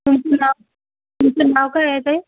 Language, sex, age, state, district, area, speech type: Marathi, female, 30-45, Maharashtra, Thane, urban, conversation